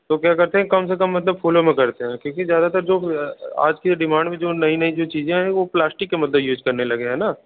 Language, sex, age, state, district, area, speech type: Hindi, male, 18-30, Uttar Pradesh, Bhadohi, urban, conversation